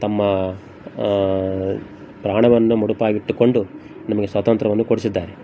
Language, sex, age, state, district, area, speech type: Kannada, male, 45-60, Karnataka, Koppal, rural, spontaneous